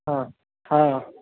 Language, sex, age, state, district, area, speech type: Maithili, male, 30-45, Bihar, Purnia, urban, conversation